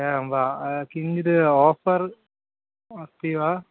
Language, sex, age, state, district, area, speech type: Sanskrit, male, 18-30, Kerala, Thiruvananthapuram, urban, conversation